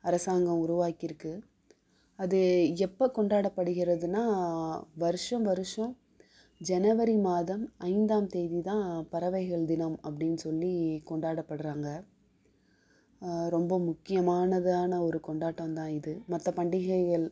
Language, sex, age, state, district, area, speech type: Tamil, female, 45-60, Tamil Nadu, Madurai, urban, spontaneous